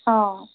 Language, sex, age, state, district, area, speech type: Assamese, female, 30-45, Assam, Golaghat, urban, conversation